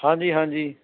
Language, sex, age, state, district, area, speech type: Punjabi, male, 30-45, Punjab, Ludhiana, rural, conversation